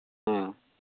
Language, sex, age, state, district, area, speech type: Manipuri, male, 30-45, Manipur, Churachandpur, rural, conversation